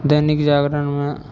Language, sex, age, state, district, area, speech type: Maithili, male, 18-30, Bihar, Madhepura, rural, spontaneous